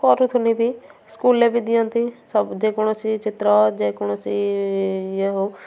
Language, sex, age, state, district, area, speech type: Odia, female, 30-45, Odisha, Kendujhar, urban, spontaneous